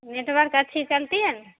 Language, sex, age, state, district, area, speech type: Urdu, female, 30-45, Bihar, Khagaria, rural, conversation